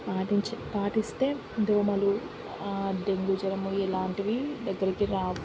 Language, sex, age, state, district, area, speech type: Telugu, female, 18-30, Andhra Pradesh, Srikakulam, urban, spontaneous